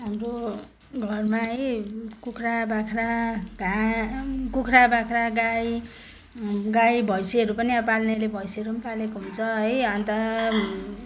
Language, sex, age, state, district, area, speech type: Nepali, female, 30-45, West Bengal, Kalimpong, rural, spontaneous